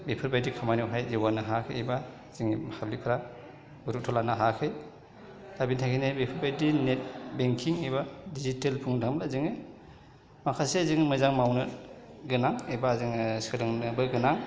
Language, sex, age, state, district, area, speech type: Bodo, male, 30-45, Assam, Chirang, rural, spontaneous